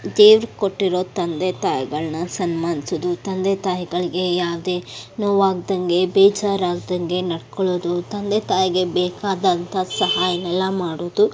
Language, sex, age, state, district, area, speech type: Kannada, female, 18-30, Karnataka, Tumkur, rural, spontaneous